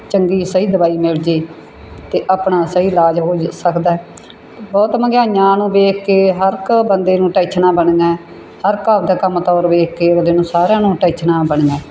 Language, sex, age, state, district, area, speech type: Punjabi, female, 60+, Punjab, Bathinda, rural, spontaneous